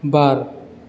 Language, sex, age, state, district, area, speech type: Bodo, male, 30-45, Assam, Chirang, rural, read